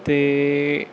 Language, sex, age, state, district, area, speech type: Punjabi, male, 18-30, Punjab, Bathinda, urban, spontaneous